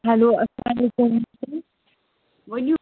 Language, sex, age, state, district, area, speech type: Kashmiri, female, 18-30, Jammu and Kashmir, Budgam, rural, conversation